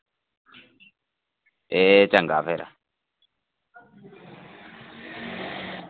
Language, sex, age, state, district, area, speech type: Dogri, male, 30-45, Jammu and Kashmir, Reasi, rural, conversation